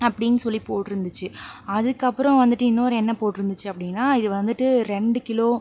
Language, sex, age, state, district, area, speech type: Tamil, female, 45-60, Tamil Nadu, Pudukkottai, rural, spontaneous